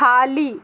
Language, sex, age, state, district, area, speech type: Marathi, female, 18-30, Maharashtra, Solapur, urban, read